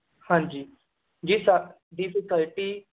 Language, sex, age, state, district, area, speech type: Punjabi, male, 18-30, Punjab, Mohali, urban, conversation